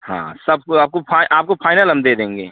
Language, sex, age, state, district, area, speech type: Hindi, male, 18-30, Uttar Pradesh, Azamgarh, rural, conversation